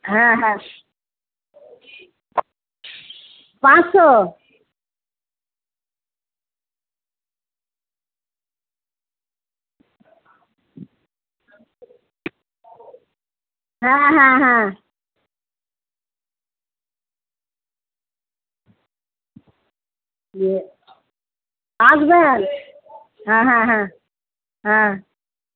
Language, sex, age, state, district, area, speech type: Bengali, female, 45-60, West Bengal, Purba Bardhaman, urban, conversation